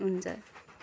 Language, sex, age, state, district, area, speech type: Nepali, female, 18-30, West Bengal, Kalimpong, rural, spontaneous